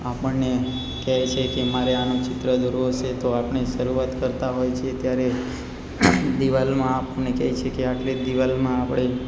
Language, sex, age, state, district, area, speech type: Gujarati, male, 30-45, Gujarat, Narmada, rural, spontaneous